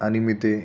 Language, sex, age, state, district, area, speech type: Marathi, male, 18-30, Maharashtra, Buldhana, rural, spontaneous